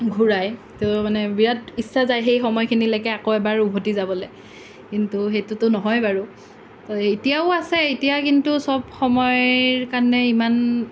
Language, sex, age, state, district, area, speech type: Assamese, female, 18-30, Assam, Nalbari, rural, spontaneous